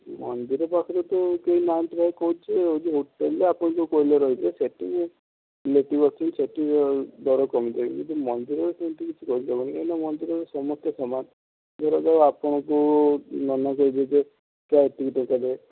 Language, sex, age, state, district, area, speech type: Odia, male, 18-30, Odisha, Balasore, rural, conversation